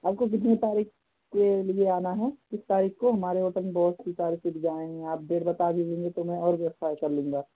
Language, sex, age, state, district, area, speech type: Hindi, male, 18-30, Uttar Pradesh, Prayagraj, urban, conversation